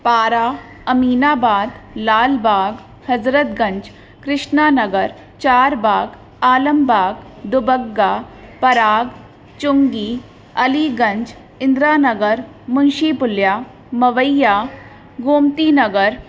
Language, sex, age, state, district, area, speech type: Sindhi, female, 30-45, Uttar Pradesh, Lucknow, urban, spontaneous